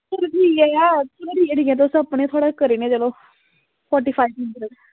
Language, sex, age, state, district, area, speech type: Dogri, female, 18-30, Jammu and Kashmir, Samba, rural, conversation